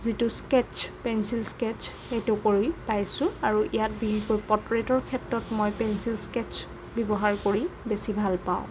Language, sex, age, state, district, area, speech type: Assamese, female, 60+, Assam, Nagaon, rural, spontaneous